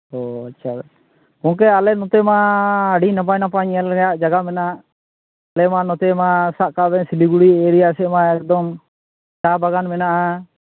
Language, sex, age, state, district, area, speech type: Santali, male, 30-45, West Bengal, Malda, rural, conversation